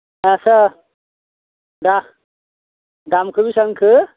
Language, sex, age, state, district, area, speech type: Bodo, male, 60+, Assam, Baksa, urban, conversation